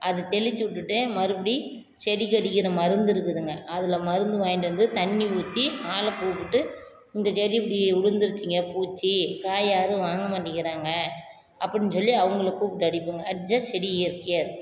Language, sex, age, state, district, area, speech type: Tamil, female, 30-45, Tamil Nadu, Salem, rural, spontaneous